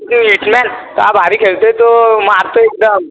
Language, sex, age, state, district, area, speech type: Marathi, male, 18-30, Maharashtra, Buldhana, urban, conversation